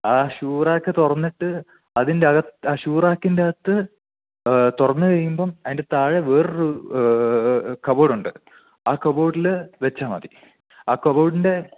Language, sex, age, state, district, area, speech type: Malayalam, male, 18-30, Kerala, Idukki, rural, conversation